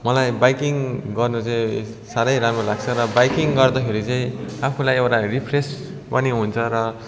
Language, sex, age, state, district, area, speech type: Nepali, male, 18-30, West Bengal, Darjeeling, rural, spontaneous